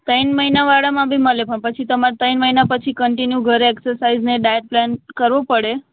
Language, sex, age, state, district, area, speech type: Gujarati, female, 18-30, Gujarat, Anand, urban, conversation